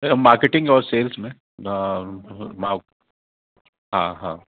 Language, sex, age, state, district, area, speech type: Sindhi, male, 45-60, Uttar Pradesh, Lucknow, urban, conversation